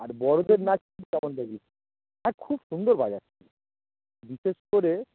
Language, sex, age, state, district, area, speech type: Bengali, male, 30-45, West Bengal, North 24 Parganas, urban, conversation